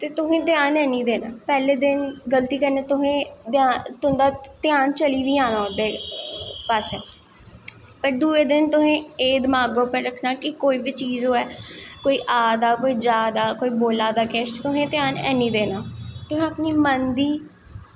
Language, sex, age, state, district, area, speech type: Dogri, female, 18-30, Jammu and Kashmir, Jammu, urban, spontaneous